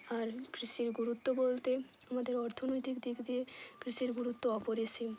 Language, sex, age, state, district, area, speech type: Bengali, female, 18-30, West Bengal, Hooghly, urban, spontaneous